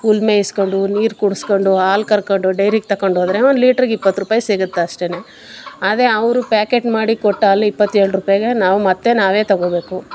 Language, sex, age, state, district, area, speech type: Kannada, female, 30-45, Karnataka, Mandya, rural, spontaneous